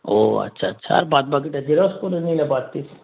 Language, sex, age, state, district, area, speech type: Bengali, male, 30-45, West Bengal, Darjeeling, rural, conversation